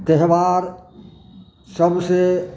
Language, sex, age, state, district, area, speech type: Maithili, male, 60+, Bihar, Samastipur, urban, spontaneous